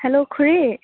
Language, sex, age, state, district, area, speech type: Assamese, female, 18-30, Assam, Sonitpur, urban, conversation